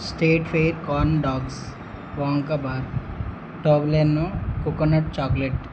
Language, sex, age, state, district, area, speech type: Telugu, male, 18-30, Telangana, Medak, rural, spontaneous